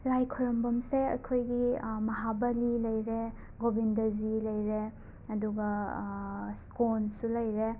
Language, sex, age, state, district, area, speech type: Manipuri, female, 18-30, Manipur, Imphal West, rural, spontaneous